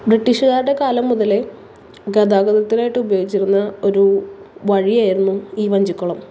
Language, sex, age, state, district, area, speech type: Malayalam, female, 18-30, Kerala, Thrissur, urban, spontaneous